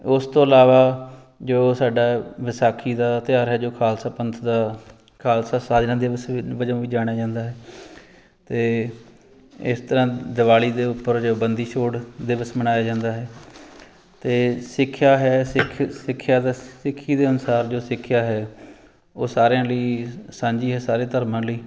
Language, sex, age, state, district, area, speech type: Punjabi, male, 45-60, Punjab, Fatehgarh Sahib, urban, spontaneous